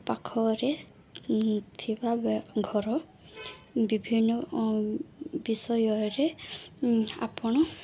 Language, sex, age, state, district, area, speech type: Odia, female, 18-30, Odisha, Koraput, urban, spontaneous